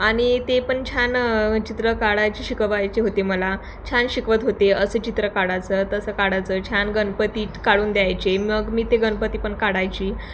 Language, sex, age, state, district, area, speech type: Marathi, female, 18-30, Maharashtra, Thane, rural, spontaneous